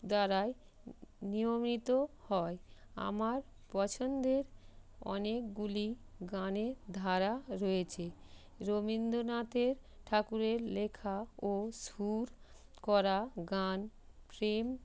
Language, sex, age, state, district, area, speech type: Bengali, female, 45-60, West Bengal, North 24 Parganas, urban, spontaneous